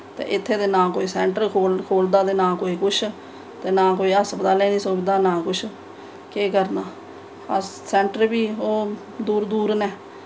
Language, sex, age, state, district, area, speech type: Dogri, female, 30-45, Jammu and Kashmir, Samba, rural, spontaneous